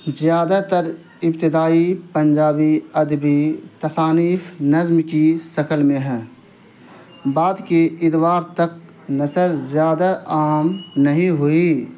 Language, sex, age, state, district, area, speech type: Urdu, male, 18-30, Bihar, Saharsa, rural, read